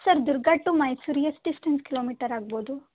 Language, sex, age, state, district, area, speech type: Kannada, female, 18-30, Karnataka, Chitradurga, urban, conversation